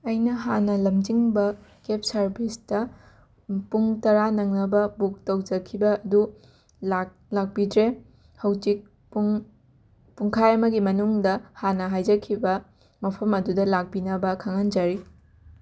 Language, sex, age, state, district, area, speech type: Manipuri, female, 18-30, Manipur, Imphal West, rural, spontaneous